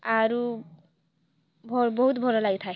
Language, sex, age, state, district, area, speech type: Odia, female, 18-30, Odisha, Kalahandi, rural, spontaneous